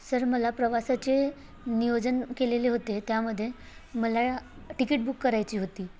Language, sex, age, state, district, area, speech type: Marathi, female, 18-30, Maharashtra, Bhandara, rural, spontaneous